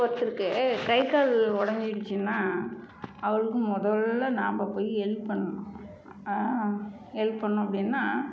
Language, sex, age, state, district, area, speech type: Tamil, female, 45-60, Tamil Nadu, Salem, rural, spontaneous